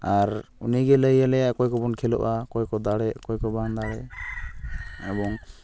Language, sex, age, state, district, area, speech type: Santali, male, 18-30, West Bengal, Purulia, rural, spontaneous